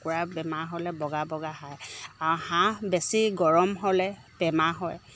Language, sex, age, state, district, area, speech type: Assamese, female, 30-45, Assam, Dibrugarh, urban, spontaneous